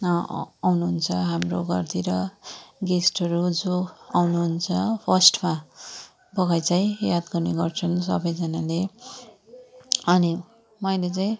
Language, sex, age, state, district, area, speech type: Nepali, female, 30-45, West Bengal, Darjeeling, rural, spontaneous